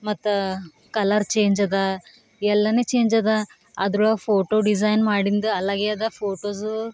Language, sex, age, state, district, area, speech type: Kannada, female, 18-30, Karnataka, Bidar, rural, spontaneous